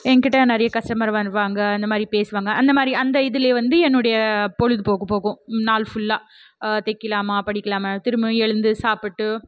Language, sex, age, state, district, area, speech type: Tamil, female, 18-30, Tamil Nadu, Krishnagiri, rural, spontaneous